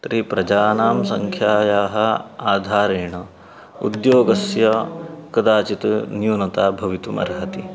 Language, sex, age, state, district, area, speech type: Sanskrit, male, 30-45, Karnataka, Uttara Kannada, urban, spontaneous